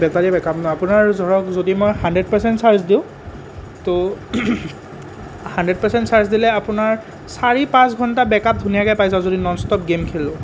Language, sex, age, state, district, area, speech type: Assamese, male, 18-30, Assam, Nalbari, rural, spontaneous